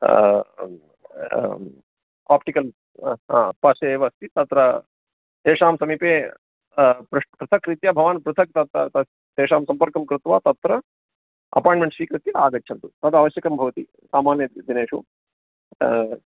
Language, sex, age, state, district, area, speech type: Sanskrit, male, 45-60, Karnataka, Bangalore Urban, urban, conversation